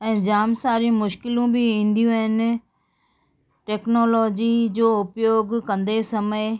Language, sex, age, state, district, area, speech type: Sindhi, female, 45-60, Gujarat, Kutch, urban, spontaneous